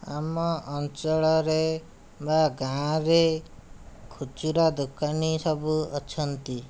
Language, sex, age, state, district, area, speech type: Odia, male, 60+, Odisha, Khordha, rural, spontaneous